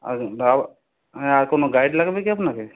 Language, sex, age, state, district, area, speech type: Bengali, male, 30-45, West Bengal, Purulia, urban, conversation